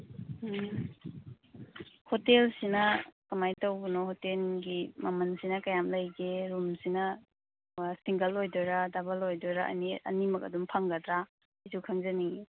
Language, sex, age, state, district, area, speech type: Manipuri, female, 45-60, Manipur, Imphal East, rural, conversation